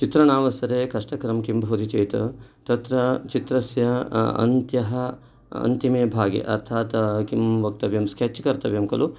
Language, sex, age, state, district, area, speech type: Sanskrit, male, 45-60, Karnataka, Uttara Kannada, urban, spontaneous